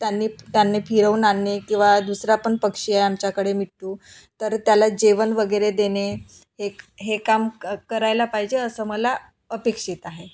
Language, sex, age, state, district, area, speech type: Marathi, female, 30-45, Maharashtra, Nagpur, urban, spontaneous